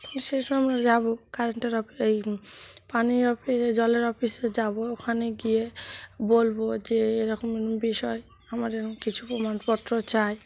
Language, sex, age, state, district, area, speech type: Bengali, female, 30-45, West Bengal, Cooch Behar, urban, spontaneous